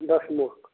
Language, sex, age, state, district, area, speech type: Maithili, male, 60+, Bihar, Begusarai, urban, conversation